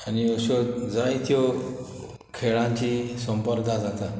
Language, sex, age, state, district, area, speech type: Goan Konkani, male, 45-60, Goa, Murmgao, rural, spontaneous